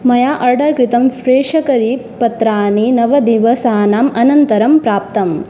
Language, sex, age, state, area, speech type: Sanskrit, female, 18-30, Tripura, rural, read